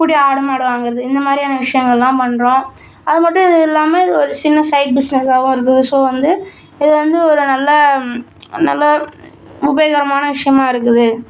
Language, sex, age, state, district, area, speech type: Tamil, male, 18-30, Tamil Nadu, Tiruchirappalli, urban, spontaneous